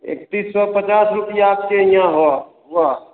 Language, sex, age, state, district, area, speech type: Hindi, male, 30-45, Bihar, Begusarai, rural, conversation